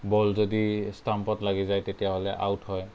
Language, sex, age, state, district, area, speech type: Assamese, male, 30-45, Assam, Kamrup Metropolitan, urban, spontaneous